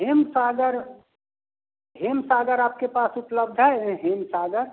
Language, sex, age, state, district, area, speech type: Hindi, male, 60+, Bihar, Samastipur, rural, conversation